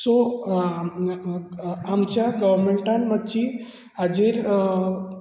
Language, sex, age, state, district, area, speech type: Goan Konkani, male, 30-45, Goa, Bardez, urban, spontaneous